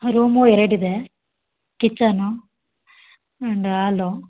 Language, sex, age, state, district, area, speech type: Kannada, female, 30-45, Karnataka, Hassan, urban, conversation